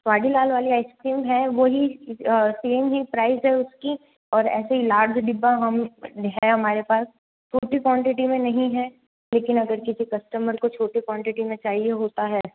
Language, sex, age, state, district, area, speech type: Hindi, female, 18-30, Rajasthan, Jodhpur, urban, conversation